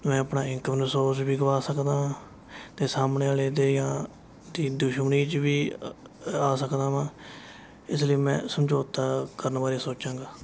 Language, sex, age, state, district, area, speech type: Punjabi, male, 18-30, Punjab, Shaheed Bhagat Singh Nagar, rural, spontaneous